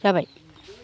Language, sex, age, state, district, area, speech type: Bodo, female, 60+, Assam, Chirang, rural, spontaneous